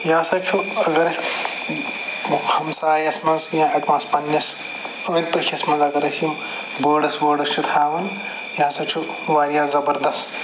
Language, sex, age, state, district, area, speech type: Kashmiri, male, 45-60, Jammu and Kashmir, Srinagar, urban, spontaneous